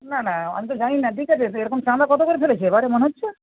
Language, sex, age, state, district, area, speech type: Bengali, female, 60+, West Bengal, Jhargram, rural, conversation